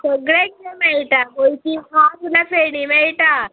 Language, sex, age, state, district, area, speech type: Goan Konkani, female, 18-30, Goa, Tiswadi, rural, conversation